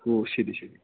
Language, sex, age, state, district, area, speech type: Malayalam, male, 18-30, Kerala, Idukki, rural, conversation